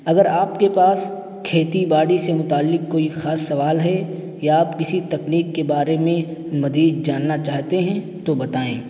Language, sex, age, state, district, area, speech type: Urdu, male, 18-30, Uttar Pradesh, Siddharthnagar, rural, spontaneous